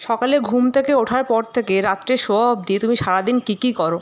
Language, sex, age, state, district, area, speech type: Bengali, female, 18-30, West Bengal, Paschim Bardhaman, rural, spontaneous